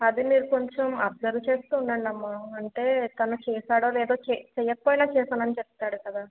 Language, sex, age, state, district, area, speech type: Telugu, female, 18-30, Andhra Pradesh, Konaseema, urban, conversation